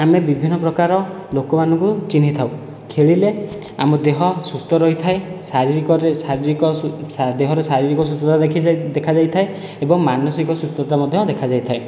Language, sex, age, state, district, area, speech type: Odia, male, 18-30, Odisha, Khordha, rural, spontaneous